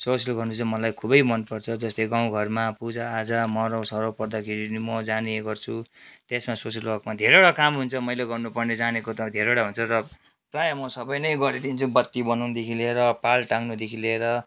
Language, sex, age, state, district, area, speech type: Nepali, male, 45-60, West Bengal, Kalimpong, rural, spontaneous